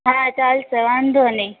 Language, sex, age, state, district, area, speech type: Gujarati, female, 18-30, Gujarat, Rajkot, urban, conversation